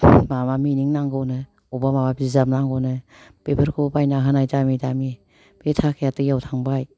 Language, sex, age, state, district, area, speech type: Bodo, female, 60+, Assam, Kokrajhar, rural, spontaneous